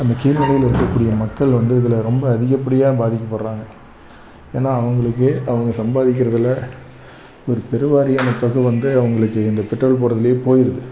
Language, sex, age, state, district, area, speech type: Tamil, male, 30-45, Tamil Nadu, Salem, urban, spontaneous